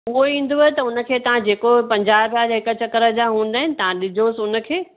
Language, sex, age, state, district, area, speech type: Sindhi, female, 60+, Gujarat, Surat, urban, conversation